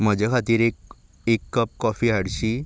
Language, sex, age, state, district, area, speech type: Goan Konkani, male, 18-30, Goa, Ponda, rural, read